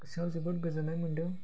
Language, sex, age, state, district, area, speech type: Bodo, male, 30-45, Assam, Chirang, rural, spontaneous